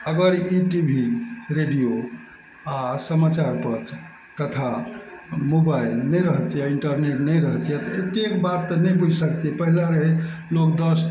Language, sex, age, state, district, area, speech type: Maithili, male, 60+, Bihar, Araria, rural, spontaneous